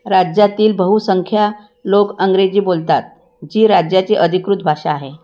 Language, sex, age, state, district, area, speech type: Marathi, female, 60+, Maharashtra, Thane, rural, read